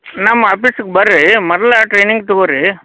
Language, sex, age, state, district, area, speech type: Kannada, male, 45-60, Karnataka, Belgaum, rural, conversation